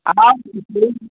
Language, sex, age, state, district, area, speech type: Hindi, male, 60+, Uttar Pradesh, Ayodhya, rural, conversation